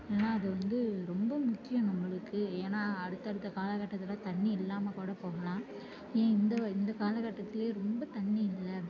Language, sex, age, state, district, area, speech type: Tamil, female, 18-30, Tamil Nadu, Mayiladuthurai, urban, spontaneous